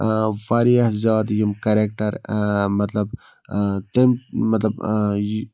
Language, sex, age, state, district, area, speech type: Kashmiri, male, 45-60, Jammu and Kashmir, Budgam, rural, spontaneous